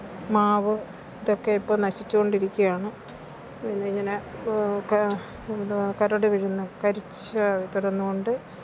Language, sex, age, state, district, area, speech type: Malayalam, female, 60+, Kerala, Thiruvananthapuram, rural, spontaneous